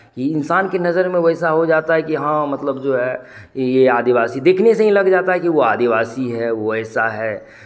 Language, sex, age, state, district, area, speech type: Hindi, male, 30-45, Bihar, Madhepura, rural, spontaneous